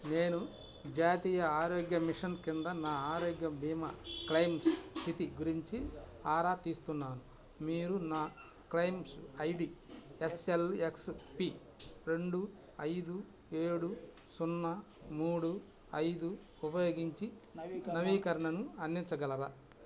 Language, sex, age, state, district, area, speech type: Telugu, male, 60+, Andhra Pradesh, Bapatla, urban, read